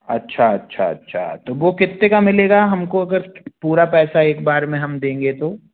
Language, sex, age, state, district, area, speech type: Hindi, male, 30-45, Madhya Pradesh, Jabalpur, urban, conversation